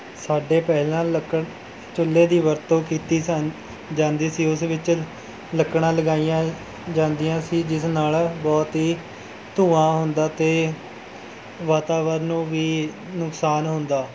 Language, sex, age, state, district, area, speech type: Punjabi, male, 18-30, Punjab, Mohali, rural, spontaneous